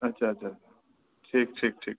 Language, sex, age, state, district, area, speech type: Bengali, male, 18-30, West Bengal, Malda, rural, conversation